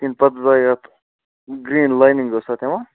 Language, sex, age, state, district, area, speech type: Kashmiri, male, 30-45, Jammu and Kashmir, Kupwara, urban, conversation